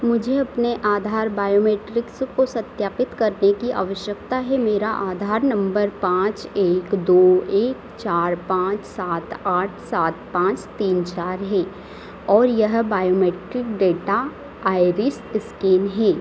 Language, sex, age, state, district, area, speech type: Hindi, female, 18-30, Madhya Pradesh, Harda, urban, read